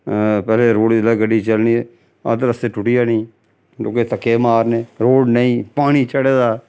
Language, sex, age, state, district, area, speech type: Dogri, male, 45-60, Jammu and Kashmir, Samba, rural, spontaneous